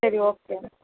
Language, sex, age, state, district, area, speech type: Tamil, female, 18-30, Tamil Nadu, Perambalur, rural, conversation